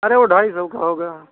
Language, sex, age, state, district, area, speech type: Hindi, male, 60+, Uttar Pradesh, Ayodhya, rural, conversation